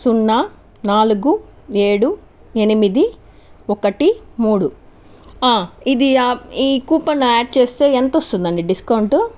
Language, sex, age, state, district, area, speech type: Telugu, female, 45-60, Andhra Pradesh, Chittoor, rural, spontaneous